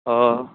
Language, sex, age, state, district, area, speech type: Assamese, male, 18-30, Assam, Barpeta, rural, conversation